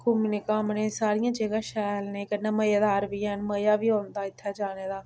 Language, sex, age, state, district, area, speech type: Dogri, female, 18-30, Jammu and Kashmir, Udhampur, rural, spontaneous